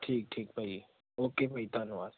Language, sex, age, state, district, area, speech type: Punjabi, male, 30-45, Punjab, Amritsar, urban, conversation